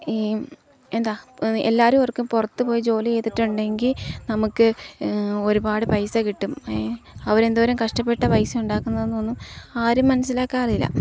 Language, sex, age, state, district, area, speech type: Malayalam, female, 18-30, Kerala, Palakkad, rural, spontaneous